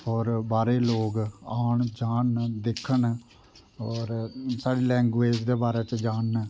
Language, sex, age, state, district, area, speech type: Dogri, male, 30-45, Jammu and Kashmir, Udhampur, rural, spontaneous